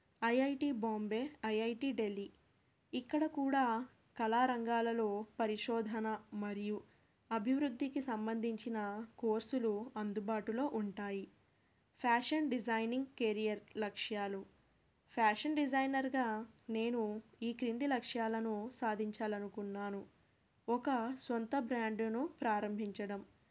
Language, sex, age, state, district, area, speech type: Telugu, female, 30-45, Andhra Pradesh, Krishna, urban, spontaneous